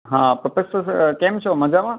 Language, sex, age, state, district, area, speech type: Gujarati, male, 18-30, Gujarat, Kutch, urban, conversation